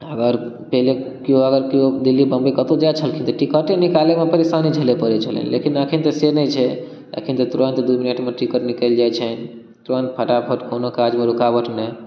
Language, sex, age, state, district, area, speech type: Maithili, male, 18-30, Bihar, Darbhanga, rural, spontaneous